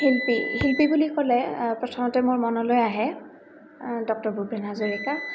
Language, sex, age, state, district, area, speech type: Assamese, female, 18-30, Assam, Goalpara, urban, spontaneous